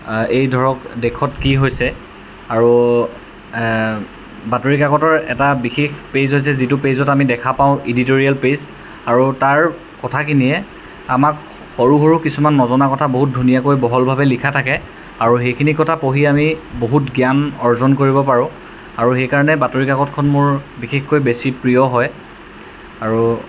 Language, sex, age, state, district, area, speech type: Assamese, male, 18-30, Assam, Jorhat, urban, spontaneous